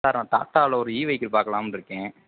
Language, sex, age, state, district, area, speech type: Tamil, male, 18-30, Tamil Nadu, Sivaganga, rural, conversation